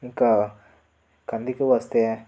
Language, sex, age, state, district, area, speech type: Telugu, male, 18-30, Telangana, Nalgonda, rural, spontaneous